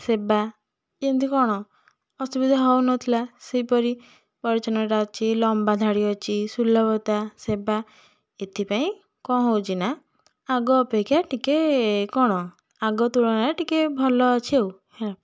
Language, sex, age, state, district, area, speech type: Odia, female, 18-30, Odisha, Puri, urban, spontaneous